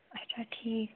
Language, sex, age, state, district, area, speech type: Kashmiri, female, 18-30, Jammu and Kashmir, Ganderbal, rural, conversation